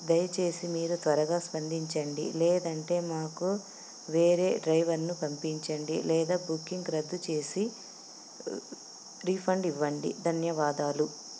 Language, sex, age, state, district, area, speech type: Telugu, female, 45-60, Andhra Pradesh, Anantapur, urban, spontaneous